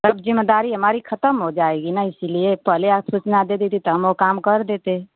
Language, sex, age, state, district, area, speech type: Hindi, female, 60+, Uttar Pradesh, Mau, rural, conversation